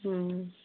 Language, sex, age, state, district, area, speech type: Hindi, female, 30-45, Uttar Pradesh, Prayagraj, rural, conversation